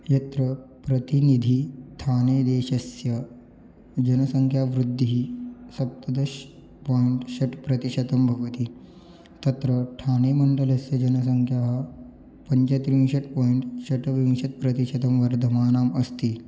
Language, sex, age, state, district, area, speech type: Sanskrit, male, 18-30, Maharashtra, Beed, urban, spontaneous